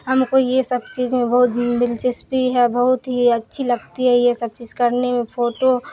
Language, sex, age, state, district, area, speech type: Urdu, female, 18-30, Bihar, Supaul, urban, spontaneous